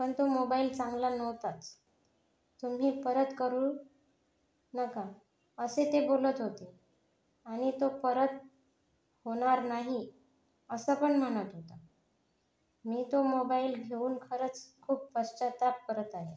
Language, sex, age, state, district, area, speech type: Marathi, female, 30-45, Maharashtra, Yavatmal, rural, spontaneous